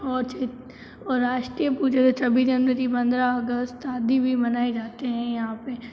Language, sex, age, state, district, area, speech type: Hindi, female, 30-45, Rajasthan, Jodhpur, urban, spontaneous